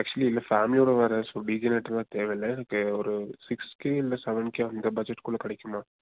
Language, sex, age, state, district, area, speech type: Tamil, male, 18-30, Tamil Nadu, Nilgiris, urban, conversation